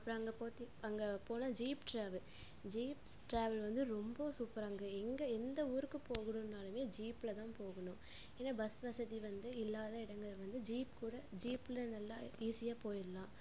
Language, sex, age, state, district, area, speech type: Tamil, female, 18-30, Tamil Nadu, Coimbatore, rural, spontaneous